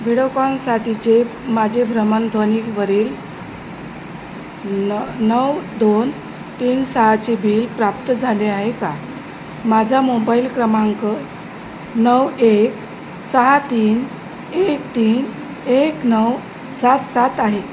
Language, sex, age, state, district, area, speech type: Marathi, female, 45-60, Maharashtra, Wardha, rural, read